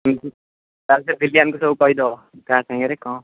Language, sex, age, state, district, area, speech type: Odia, male, 18-30, Odisha, Jagatsinghpur, rural, conversation